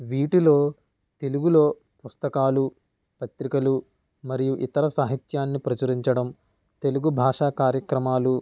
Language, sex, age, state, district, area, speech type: Telugu, male, 18-30, Andhra Pradesh, Kakinada, rural, spontaneous